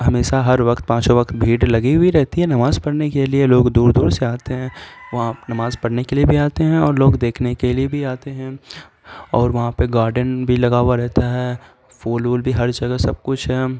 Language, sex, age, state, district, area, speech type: Urdu, male, 18-30, Bihar, Saharsa, rural, spontaneous